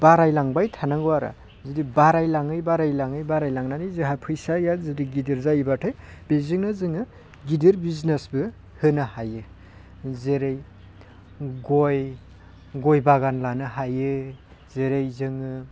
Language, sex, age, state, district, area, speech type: Bodo, male, 30-45, Assam, Baksa, urban, spontaneous